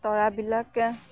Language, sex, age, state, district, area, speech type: Assamese, female, 18-30, Assam, Morigaon, rural, spontaneous